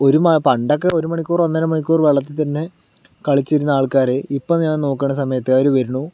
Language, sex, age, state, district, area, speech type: Malayalam, male, 30-45, Kerala, Palakkad, rural, spontaneous